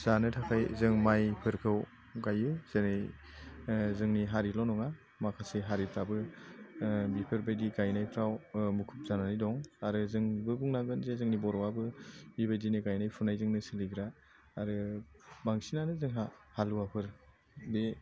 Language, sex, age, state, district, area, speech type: Bodo, male, 30-45, Assam, Chirang, rural, spontaneous